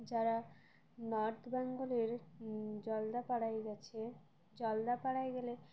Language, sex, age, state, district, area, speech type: Bengali, female, 18-30, West Bengal, Uttar Dinajpur, urban, spontaneous